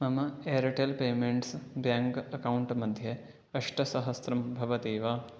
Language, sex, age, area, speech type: Sanskrit, male, 18-30, rural, read